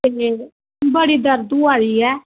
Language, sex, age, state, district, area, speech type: Dogri, female, 30-45, Jammu and Kashmir, Samba, rural, conversation